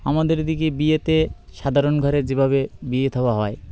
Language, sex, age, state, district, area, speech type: Bengali, male, 30-45, West Bengal, Birbhum, urban, spontaneous